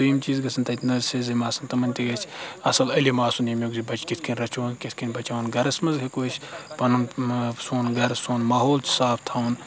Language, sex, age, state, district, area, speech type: Kashmiri, male, 18-30, Jammu and Kashmir, Baramulla, urban, spontaneous